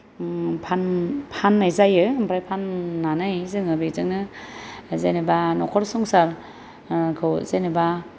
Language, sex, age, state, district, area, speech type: Bodo, female, 30-45, Assam, Kokrajhar, rural, spontaneous